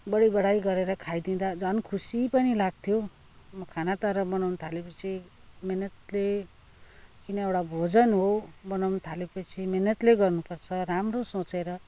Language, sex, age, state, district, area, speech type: Nepali, female, 60+, West Bengal, Kalimpong, rural, spontaneous